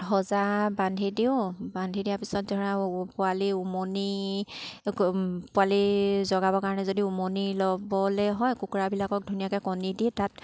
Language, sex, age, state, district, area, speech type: Assamese, female, 30-45, Assam, Sivasagar, rural, spontaneous